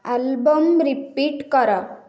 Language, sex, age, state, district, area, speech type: Odia, female, 18-30, Odisha, Kendrapara, urban, read